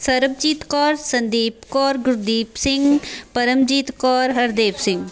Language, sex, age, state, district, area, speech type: Punjabi, female, 18-30, Punjab, Amritsar, rural, spontaneous